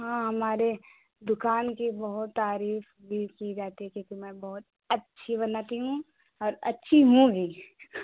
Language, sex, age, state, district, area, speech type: Hindi, female, 18-30, Uttar Pradesh, Chandauli, rural, conversation